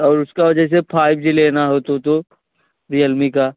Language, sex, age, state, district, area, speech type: Hindi, male, 18-30, Uttar Pradesh, Jaunpur, rural, conversation